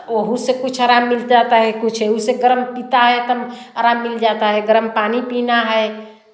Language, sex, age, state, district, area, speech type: Hindi, female, 60+, Uttar Pradesh, Varanasi, rural, spontaneous